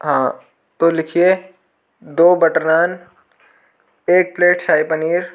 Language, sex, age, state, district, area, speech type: Hindi, male, 18-30, Rajasthan, Jaipur, urban, spontaneous